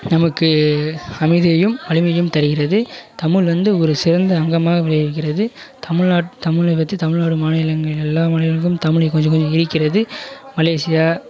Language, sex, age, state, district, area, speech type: Tamil, male, 18-30, Tamil Nadu, Kallakurichi, rural, spontaneous